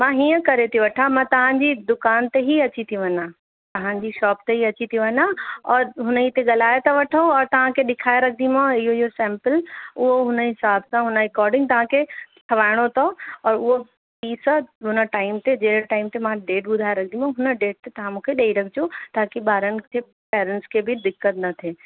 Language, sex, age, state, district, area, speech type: Sindhi, female, 30-45, Uttar Pradesh, Lucknow, urban, conversation